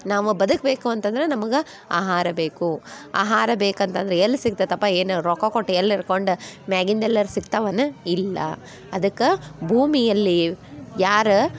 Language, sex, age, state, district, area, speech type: Kannada, female, 30-45, Karnataka, Dharwad, urban, spontaneous